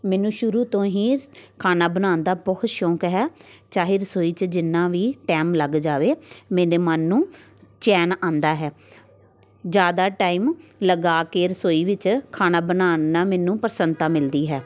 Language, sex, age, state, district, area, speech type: Punjabi, female, 30-45, Punjab, Tarn Taran, urban, spontaneous